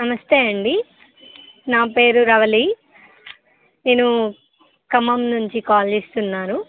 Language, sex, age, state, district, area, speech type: Telugu, female, 18-30, Telangana, Khammam, urban, conversation